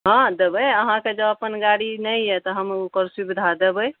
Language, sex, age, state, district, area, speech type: Maithili, female, 45-60, Bihar, Araria, rural, conversation